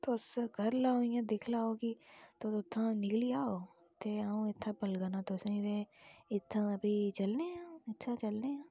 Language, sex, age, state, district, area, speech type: Dogri, female, 45-60, Jammu and Kashmir, Reasi, rural, spontaneous